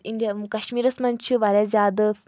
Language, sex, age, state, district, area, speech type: Kashmiri, female, 18-30, Jammu and Kashmir, Anantnag, rural, spontaneous